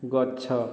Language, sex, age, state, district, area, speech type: Odia, male, 30-45, Odisha, Boudh, rural, read